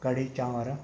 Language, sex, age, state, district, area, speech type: Sindhi, male, 60+, Gujarat, Kutch, rural, spontaneous